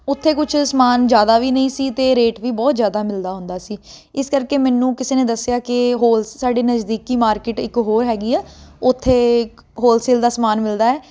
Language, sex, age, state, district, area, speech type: Punjabi, female, 18-30, Punjab, Ludhiana, urban, spontaneous